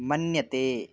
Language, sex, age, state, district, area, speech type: Sanskrit, male, 18-30, West Bengal, Darjeeling, urban, read